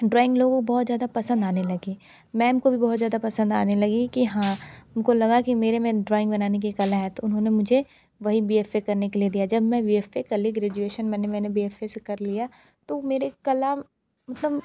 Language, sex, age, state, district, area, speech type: Hindi, female, 18-30, Uttar Pradesh, Sonbhadra, rural, spontaneous